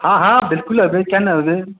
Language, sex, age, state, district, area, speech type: Maithili, male, 18-30, Bihar, Darbhanga, rural, conversation